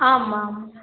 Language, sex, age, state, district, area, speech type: Tamil, female, 18-30, Tamil Nadu, Tirunelveli, urban, conversation